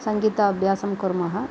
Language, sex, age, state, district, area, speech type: Sanskrit, female, 45-60, Tamil Nadu, Coimbatore, urban, spontaneous